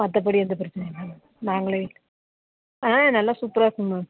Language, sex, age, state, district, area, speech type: Tamil, female, 45-60, Tamil Nadu, Nilgiris, rural, conversation